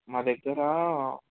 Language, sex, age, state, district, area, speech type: Telugu, male, 18-30, Telangana, Hyderabad, urban, conversation